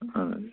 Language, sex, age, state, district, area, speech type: Kashmiri, male, 30-45, Jammu and Kashmir, Ganderbal, rural, conversation